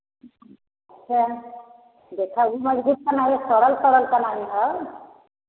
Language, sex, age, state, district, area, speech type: Hindi, female, 60+, Uttar Pradesh, Varanasi, rural, conversation